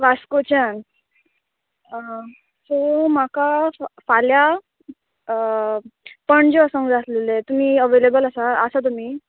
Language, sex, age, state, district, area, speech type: Goan Konkani, female, 18-30, Goa, Murmgao, urban, conversation